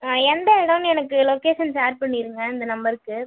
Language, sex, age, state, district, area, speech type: Tamil, female, 18-30, Tamil Nadu, Tiruchirappalli, urban, conversation